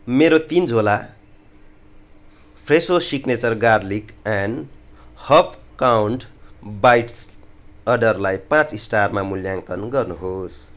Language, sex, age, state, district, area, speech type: Nepali, male, 18-30, West Bengal, Darjeeling, rural, read